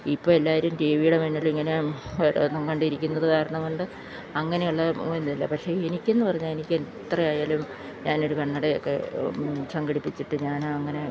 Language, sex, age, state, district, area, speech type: Malayalam, female, 60+, Kerala, Idukki, rural, spontaneous